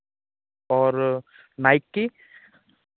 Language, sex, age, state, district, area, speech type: Hindi, male, 18-30, Rajasthan, Bharatpur, urban, conversation